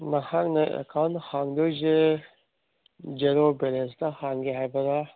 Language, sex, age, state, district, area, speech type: Manipuri, male, 30-45, Manipur, Kangpokpi, urban, conversation